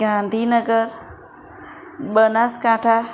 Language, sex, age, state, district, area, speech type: Gujarati, female, 18-30, Gujarat, Ahmedabad, urban, spontaneous